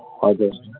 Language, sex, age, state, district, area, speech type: Nepali, male, 45-60, West Bengal, Darjeeling, rural, conversation